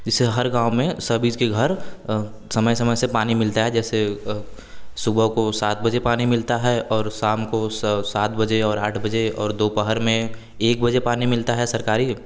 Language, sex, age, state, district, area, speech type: Hindi, male, 18-30, Uttar Pradesh, Varanasi, rural, spontaneous